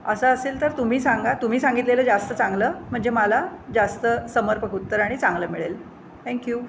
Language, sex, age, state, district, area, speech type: Marathi, female, 60+, Maharashtra, Pune, urban, spontaneous